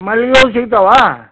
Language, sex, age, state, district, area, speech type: Kannada, male, 60+, Karnataka, Koppal, rural, conversation